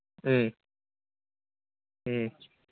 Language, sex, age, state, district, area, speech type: Manipuri, male, 18-30, Manipur, Kangpokpi, urban, conversation